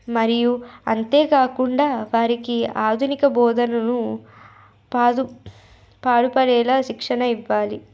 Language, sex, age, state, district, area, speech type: Telugu, female, 18-30, Telangana, Nirmal, urban, spontaneous